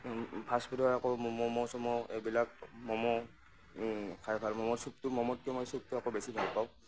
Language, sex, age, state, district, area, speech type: Assamese, male, 30-45, Assam, Nagaon, rural, spontaneous